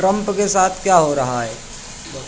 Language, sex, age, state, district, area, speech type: Urdu, male, 18-30, Maharashtra, Nashik, urban, read